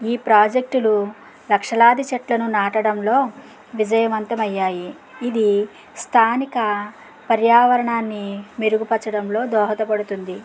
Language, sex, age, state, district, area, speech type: Telugu, male, 45-60, Andhra Pradesh, West Godavari, rural, spontaneous